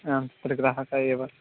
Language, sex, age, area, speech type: Sanskrit, male, 18-30, rural, conversation